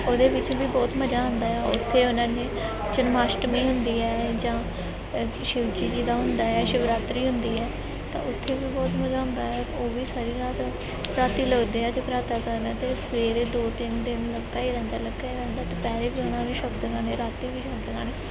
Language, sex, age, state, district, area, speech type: Punjabi, female, 18-30, Punjab, Gurdaspur, urban, spontaneous